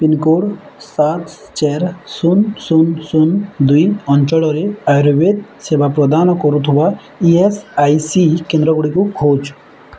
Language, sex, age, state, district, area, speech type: Odia, male, 18-30, Odisha, Bargarh, urban, read